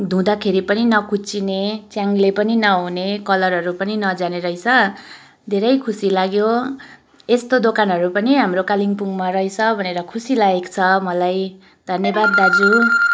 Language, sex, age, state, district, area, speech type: Nepali, female, 30-45, West Bengal, Kalimpong, rural, spontaneous